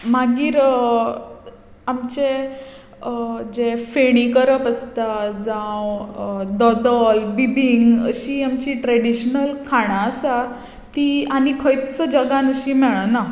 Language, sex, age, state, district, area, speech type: Goan Konkani, female, 18-30, Goa, Tiswadi, rural, spontaneous